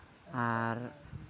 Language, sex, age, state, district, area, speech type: Santali, male, 18-30, West Bengal, Malda, rural, spontaneous